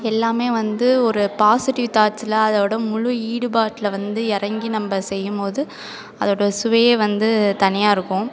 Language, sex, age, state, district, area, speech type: Tamil, female, 18-30, Tamil Nadu, Perambalur, rural, spontaneous